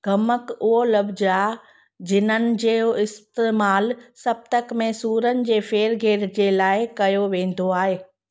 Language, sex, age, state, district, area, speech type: Sindhi, female, 30-45, Gujarat, Junagadh, rural, read